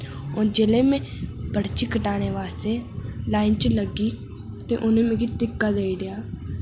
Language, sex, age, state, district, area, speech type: Dogri, female, 18-30, Jammu and Kashmir, Reasi, urban, spontaneous